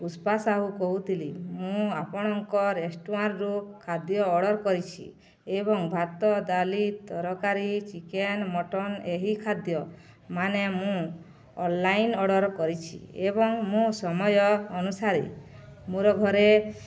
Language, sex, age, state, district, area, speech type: Odia, female, 45-60, Odisha, Balangir, urban, spontaneous